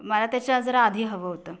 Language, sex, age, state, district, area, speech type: Marathi, female, 45-60, Maharashtra, Kolhapur, urban, spontaneous